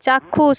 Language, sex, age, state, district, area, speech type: Bengali, female, 30-45, West Bengal, Purba Medinipur, rural, read